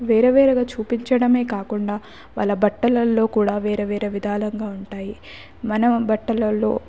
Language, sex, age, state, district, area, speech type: Telugu, female, 18-30, Telangana, Hyderabad, urban, spontaneous